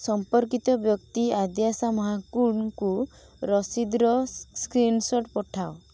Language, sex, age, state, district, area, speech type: Odia, female, 18-30, Odisha, Balasore, rural, read